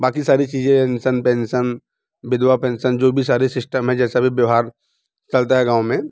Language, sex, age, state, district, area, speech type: Hindi, male, 45-60, Uttar Pradesh, Bhadohi, urban, spontaneous